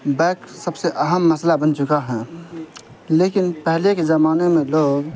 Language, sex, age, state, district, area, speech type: Urdu, male, 18-30, Bihar, Saharsa, rural, spontaneous